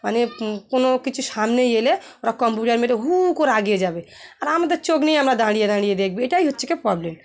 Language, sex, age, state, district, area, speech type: Bengali, female, 45-60, West Bengal, Dakshin Dinajpur, urban, spontaneous